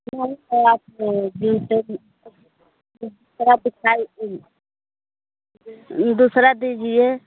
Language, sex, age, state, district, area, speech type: Hindi, female, 45-60, Uttar Pradesh, Mau, rural, conversation